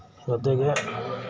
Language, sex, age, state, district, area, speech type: Kannada, male, 45-60, Karnataka, Mysore, rural, spontaneous